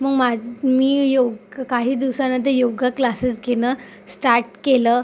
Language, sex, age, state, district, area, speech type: Marathi, female, 18-30, Maharashtra, Amravati, urban, spontaneous